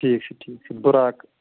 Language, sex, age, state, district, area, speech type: Kashmiri, male, 30-45, Jammu and Kashmir, Shopian, rural, conversation